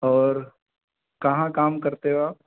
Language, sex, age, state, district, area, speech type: Hindi, male, 18-30, Madhya Pradesh, Bhopal, urban, conversation